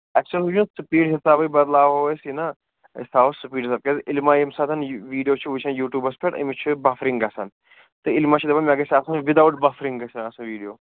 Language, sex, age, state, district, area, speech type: Kashmiri, male, 18-30, Jammu and Kashmir, Srinagar, urban, conversation